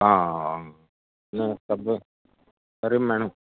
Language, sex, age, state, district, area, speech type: Malayalam, male, 45-60, Kerala, Idukki, rural, conversation